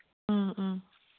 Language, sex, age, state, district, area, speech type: Manipuri, female, 30-45, Manipur, Kangpokpi, urban, conversation